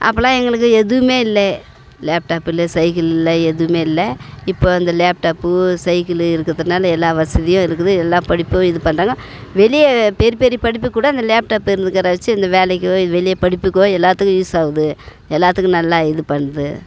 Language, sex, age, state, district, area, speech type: Tamil, female, 45-60, Tamil Nadu, Tiruvannamalai, urban, spontaneous